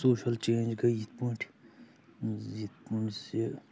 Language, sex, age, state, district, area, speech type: Kashmiri, male, 30-45, Jammu and Kashmir, Anantnag, rural, spontaneous